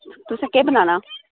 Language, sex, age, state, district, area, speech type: Dogri, female, 30-45, Jammu and Kashmir, Udhampur, rural, conversation